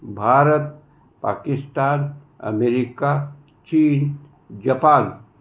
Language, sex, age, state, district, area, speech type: Marathi, male, 45-60, Maharashtra, Buldhana, rural, spontaneous